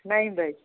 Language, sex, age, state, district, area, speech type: Kashmiri, female, 30-45, Jammu and Kashmir, Bandipora, rural, conversation